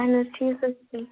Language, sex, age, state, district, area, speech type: Kashmiri, female, 18-30, Jammu and Kashmir, Bandipora, rural, conversation